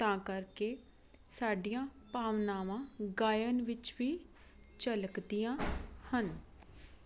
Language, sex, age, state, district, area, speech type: Punjabi, female, 30-45, Punjab, Fazilka, rural, spontaneous